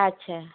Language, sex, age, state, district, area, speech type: Bengali, female, 60+, West Bengal, Dakshin Dinajpur, rural, conversation